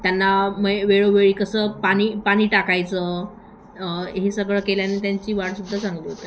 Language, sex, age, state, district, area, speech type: Marathi, female, 18-30, Maharashtra, Thane, urban, spontaneous